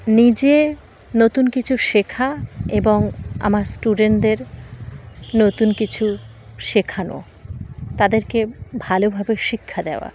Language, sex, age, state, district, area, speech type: Bengali, female, 30-45, West Bengal, Dakshin Dinajpur, urban, spontaneous